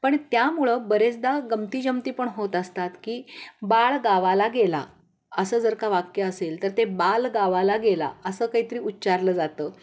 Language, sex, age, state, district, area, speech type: Marathi, female, 45-60, Maharashtra, Kolhapur, urban, spontaneous